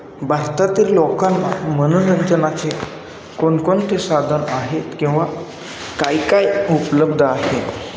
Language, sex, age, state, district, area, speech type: Marathi, male, 18-30, Maharashtra, Satara, rural, spontaneous